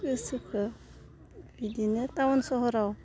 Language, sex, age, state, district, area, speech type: Bodo, female, 30-45, Assam, Udalguri, rural, spontaneous